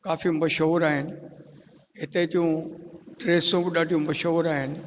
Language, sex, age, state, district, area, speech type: Sindhi, male, 60+, Rajasthan, Ajmer, urban, spontaneous